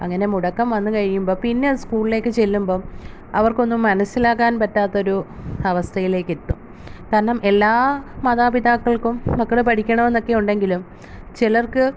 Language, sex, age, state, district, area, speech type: Malayalam, female, 30-45, Kerala, Alappuzha, rural, spontaneous